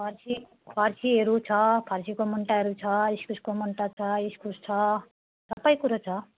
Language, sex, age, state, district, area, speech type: Nepali, female, 45-60, West Bengal, Jalpaiguri, rural, conversation